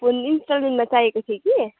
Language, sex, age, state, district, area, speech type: Nepali, female, 18-30, West Bengal, Kalimpong, rural, conversation